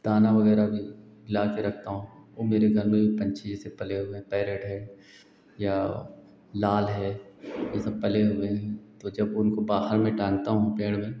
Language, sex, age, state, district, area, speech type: Hindi, male, 45-60, Uttar Pradesh, Lucknow, rural, spontaneous